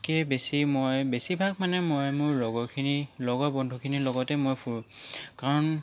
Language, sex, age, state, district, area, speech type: Assamese, male, 18-30, Assam, Charaideo, urban, spontaneous